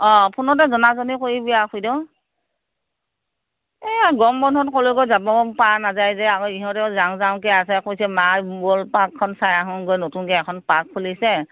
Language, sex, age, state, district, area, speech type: Assamese, female, 60+, Assam, Morigaon, rural, conversation